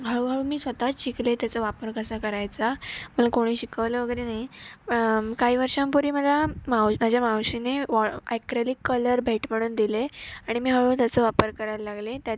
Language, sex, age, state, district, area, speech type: Marathi, female, 18-30, Maharashtra, Sindhudurg, rural, spontaneous